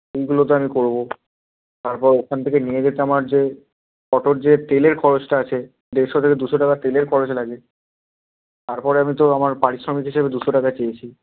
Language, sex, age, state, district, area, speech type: Bengali, male, 18-30, West Bengal, Bankura, urban, conversation